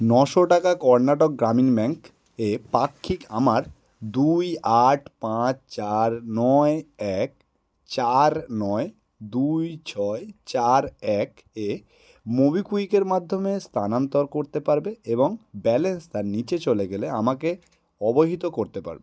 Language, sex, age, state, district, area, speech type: Bengali, male, 18-30, West Bengal, Howrah, urban, read